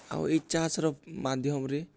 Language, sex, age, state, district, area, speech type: Odia, male, 18-30, Odisha, Balangir, urban, spontaneous